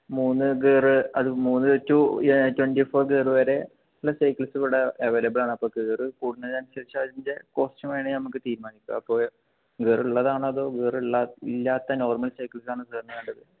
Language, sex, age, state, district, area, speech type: Malayalam, male, 18-30, Kerala, Palakkad, rural, conversation